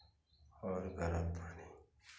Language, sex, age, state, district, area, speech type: Hindi, male, 45-60, Uttar Pradesh, Chandauli, rural, spontaneous